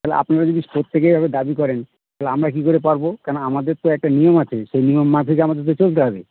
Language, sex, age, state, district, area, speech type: Bengali, male, 30-45, West Bengal, Birbhum, urban, conversation